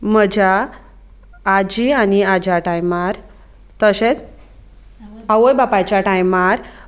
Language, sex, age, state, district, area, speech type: Goan Konkani, female, 30-45, Goa, Sanguem, rural, spontaneous